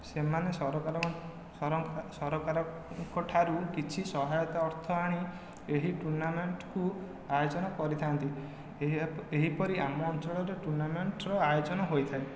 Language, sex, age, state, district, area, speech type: Odia, male, 18-30, Odisha, Khordha, rural, spontaneous